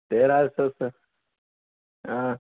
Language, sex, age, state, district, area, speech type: Urdu, male, 18-30, Telangana, Hyderabad, urban, conversation